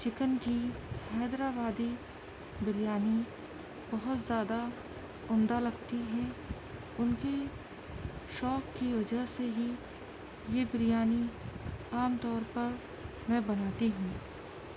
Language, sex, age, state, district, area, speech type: Urdu, female, 30-45, Uttar Pradesh, Gautam Buddha Nagar, urban, spontaneous